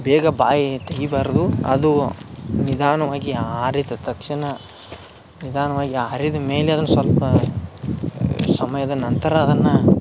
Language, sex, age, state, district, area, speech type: Kannada, male, 18-30, Karnataka, Dharwad, rural, spontaneous